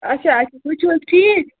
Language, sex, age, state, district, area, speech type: Kashmiri, other, 18-30, Jammu and Kashmir, Bandipora, rural, conversation